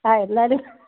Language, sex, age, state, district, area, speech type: Malayalam, female, 60+, Kerala, Kollam, rural, conversation